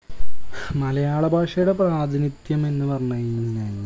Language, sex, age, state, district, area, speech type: Malayalam, male, 18-30, Kerala, Malappuram, rural, spontaneous